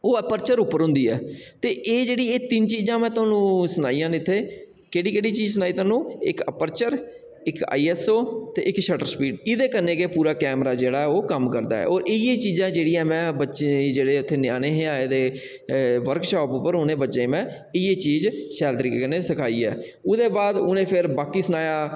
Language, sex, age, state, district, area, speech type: Dogri, male, 30-45, Jammu and Kashmir, Jammu, rural, spontaneous